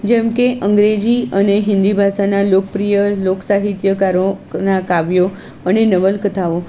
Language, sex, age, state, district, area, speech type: Gujarati, female, 45-60, Gujarat, Kheda, rural, spontaneous